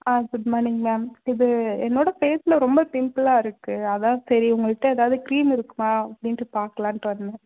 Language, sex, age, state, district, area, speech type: Tamil, female, 30-45, Tamil Nadu, Madurai, urban, conversation